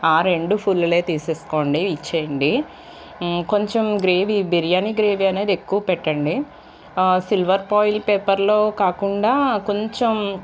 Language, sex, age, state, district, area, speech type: Telugu, female, 18-30, Andhra Pradesh, Palnadu, urban, spontaneous